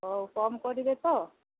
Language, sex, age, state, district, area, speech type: Odia, female, 45-60, Odisha, Sundergarh, rural, conversation